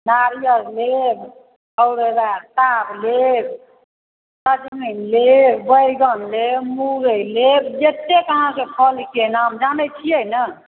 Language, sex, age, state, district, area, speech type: Maithili, female, 60+, Bihar, Supaul, rural, conversation